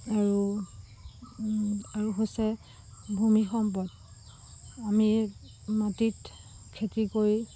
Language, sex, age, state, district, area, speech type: Assamese, female, 30-45, Assam, Jorhat, urban, spontaneous